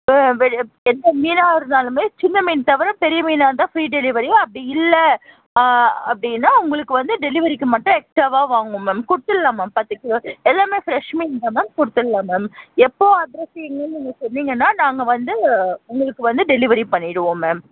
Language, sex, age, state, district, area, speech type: Tamil, female, 30-45, Tamil Nadu, Tiruvallur, urban, conversation